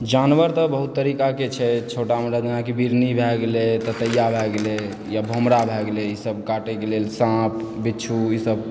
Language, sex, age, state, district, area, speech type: Maithili, male, 18-30, Bihar, Supaul, rural, spontaneous